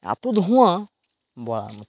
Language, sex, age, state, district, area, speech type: Bengali, male, 45-60, West Bengal, Birbhum, urban, spontaneous